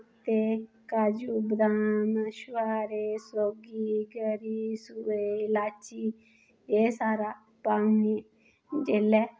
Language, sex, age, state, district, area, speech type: Dogri, female, 30-45, Jammu and Kashmir, Udhampur, rural, spontaneous